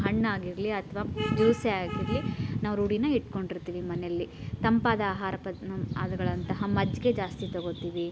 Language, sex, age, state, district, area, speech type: Kannada, female, 30-45, Karnataka, Koppal, rural, spontaneous